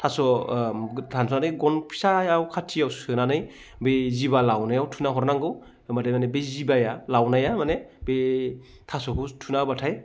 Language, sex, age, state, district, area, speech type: Bodo, male, 30-45, Assam, Baksa, rural, spontaneous